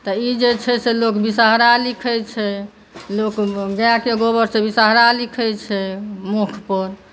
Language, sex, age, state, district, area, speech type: Maithili, female, 30-45, Bihar, Saharsa, rural, spontaneous